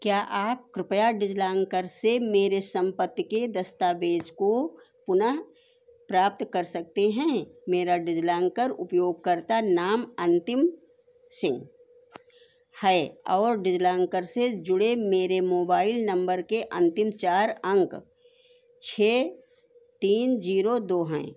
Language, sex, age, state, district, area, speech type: Hindi, female, 60+, Uttar Pradesh, Sitapur, rural, read